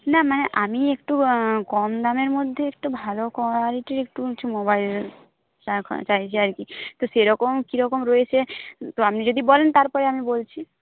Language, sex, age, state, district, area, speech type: Bengali, female, 30-45, West Bengal, Jhargram, rural, conversation